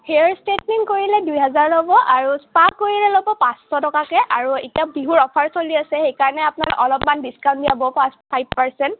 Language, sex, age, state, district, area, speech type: Assamese, female, 45-60, Assam, Kamrup Metropolitan, rural, conversation